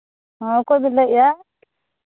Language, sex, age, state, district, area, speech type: Santali, female, 30-45, Jharkhand, East Singhbhum, rural, conversation